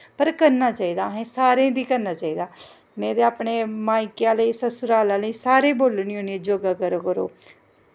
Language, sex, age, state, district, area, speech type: Dogri, female, 30-45, Jammu and Kashmir, Jammu, rural, spontaneous